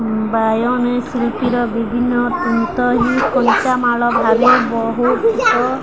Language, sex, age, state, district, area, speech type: Odia, female, 18-30, Odisha, Nuapada, urban, spontaneous